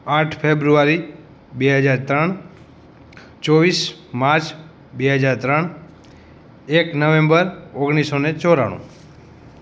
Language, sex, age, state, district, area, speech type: Gujarati, male, 18-30, Gujarat, Morbi, urban, spontaneous